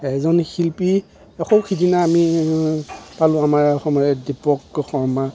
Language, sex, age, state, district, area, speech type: Assamese, male, 45-60, Assam, Darrang, rural, spontaneous